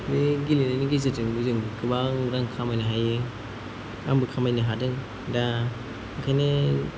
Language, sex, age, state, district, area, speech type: Bodo, male, 18-30, Assam, Kokrajhar, rural, spontaneous